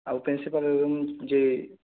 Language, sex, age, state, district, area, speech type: Bengali, male, 18-30, West Bengal, Purulia, rural, conversation